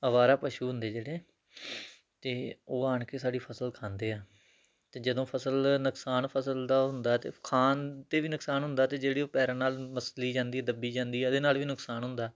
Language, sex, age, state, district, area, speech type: Punjabi, male, 30-45, Punjab, Tarn Taran, rural, spontaneous